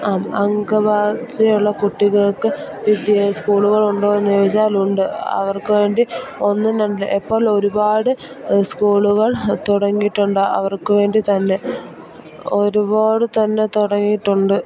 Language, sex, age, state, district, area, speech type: Malayalam, female, 18-30, Kerala, Idukki, rural, spontaneous